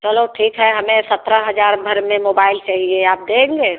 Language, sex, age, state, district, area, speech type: Hindi, female, 45-60, Uttar Pradesh, Prayagraj, rural, conversation